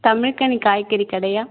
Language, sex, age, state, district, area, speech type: Tamil, female, 18-30, Tamil Nadu, Namakkal, urban, conversation